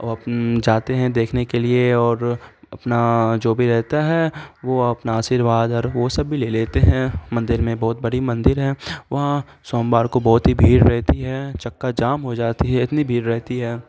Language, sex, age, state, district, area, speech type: Urdu, male, 18-30, Bihar, Saharsa, rural, spontaneous